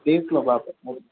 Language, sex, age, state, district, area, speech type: Hindi, male, 45-60, Rajasthan, Jodhpur, urban, conversation